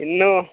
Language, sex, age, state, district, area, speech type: Kannada, male, 18-30, Karnataka, Mandya, rural, conversation